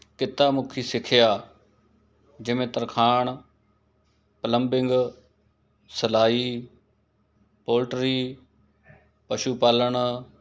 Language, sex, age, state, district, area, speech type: Punjabi, male, 45-60, Punjab, Mohali, urban, spontaneous